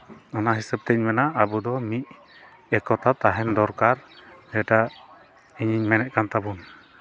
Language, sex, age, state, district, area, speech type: Santali, male, 18-30, West Bengal, Malda, rural, spontaneous